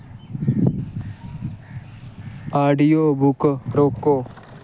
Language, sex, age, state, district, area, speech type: Dogri, male, 18-30, Jammu and Kashmir, Kathua, rural, read